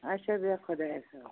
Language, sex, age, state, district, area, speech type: Kashmiri, female, 45-60, Jammu and Kashmir, Anantnag, rural, conversation